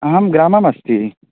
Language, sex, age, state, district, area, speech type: Sanskrit, male, 18-30, Bihar, East Champaran, urban, conversation